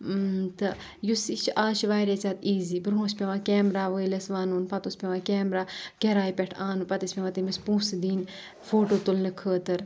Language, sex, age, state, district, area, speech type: Kashmiri, female, 30-45, Jammu and Kashmir, Kupwara, rural, spontaneous